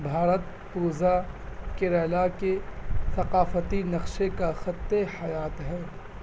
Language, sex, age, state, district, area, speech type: Urdu, male, 18-30, Bihar, Purnia, rural, read